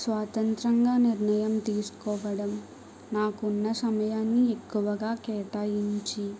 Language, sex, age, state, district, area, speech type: Telugu, female, 18-30, Andhra Pradesh, Kakinada, rural, spontaneous